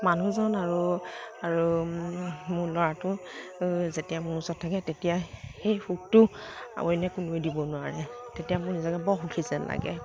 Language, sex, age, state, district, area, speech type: Assamese, female, 30-45, Assam, Kamrup Metropolitan, urban, spontaneous